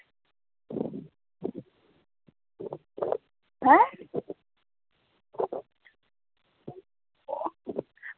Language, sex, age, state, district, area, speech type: Dogri, female, 30-45, Jammu and Kashmir, Reasi, rural, conversation